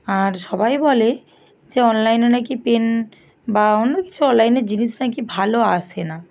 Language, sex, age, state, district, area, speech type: Bengali, female, 45-60, West Bengal, Bankura, urban, spontaneous